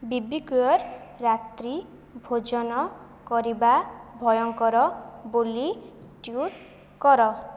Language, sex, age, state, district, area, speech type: Odia, female, 18-30, Odisha, Jajpur, rural, read